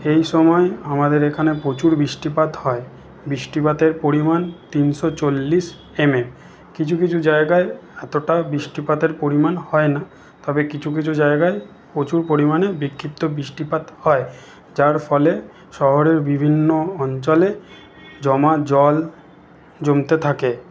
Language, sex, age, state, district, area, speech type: Bengali, male, 45-60, West Bengal, Paschim Bardhaman, rural, spontaneous